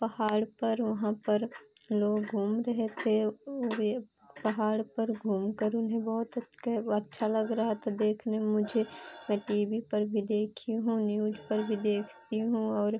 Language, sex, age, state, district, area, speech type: Hindi, female, 18-30, Uttar Pradesh, Pratapgarh, urban, spontaneous